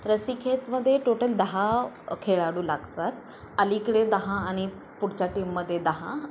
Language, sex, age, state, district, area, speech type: Marathi, female, 18-30, Maharashtra, Ratnagiri, rural, spontaneous